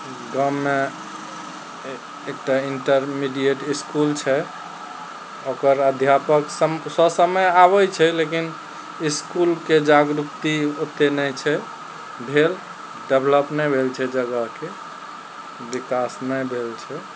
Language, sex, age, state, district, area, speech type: Maithili, male, 45-60, Bihar, Araria, rural, spontaneous